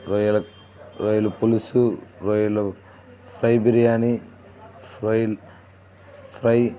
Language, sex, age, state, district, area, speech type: Telugu, male, 30-45, Andhra Pradesh, Bapatla, rural, spontaneous